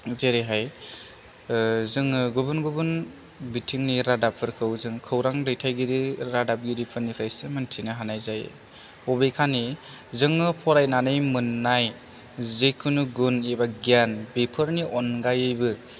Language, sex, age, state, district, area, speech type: Bodo, male, 18-30, Assam, Chirang, rural, spontaneous